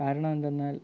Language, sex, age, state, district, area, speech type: Malayalam, male, 18-30, Kerala, Thiruvananthapuram, rural, spontaneous